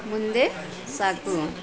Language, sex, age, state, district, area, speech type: Kannada, female, 45-60, Karnataka, Bangalore Urban, urban, read